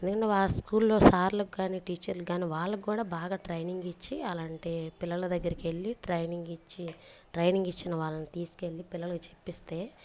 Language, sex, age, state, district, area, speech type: Telugu, female, 30-45, Andhra Pradesh, Bapatla, urban, spontaneous